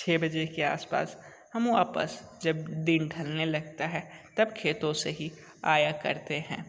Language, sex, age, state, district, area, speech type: Hindi, male, 30-45, Uttar Pradesh, Sonbhadra, rural, spontaneous